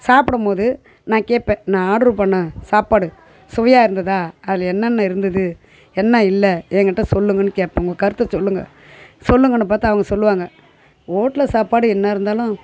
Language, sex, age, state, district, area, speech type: Tamil, female, 60+, Tamil Nadu, Tiruvannamalai, rural, spontaneous